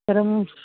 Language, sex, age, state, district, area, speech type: Malayalam, male, 30-45, Kerala, Kottayam, urban, conversation